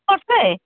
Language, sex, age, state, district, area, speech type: Odia, female, 45-60, Odisha, Cuttack, urban, conversation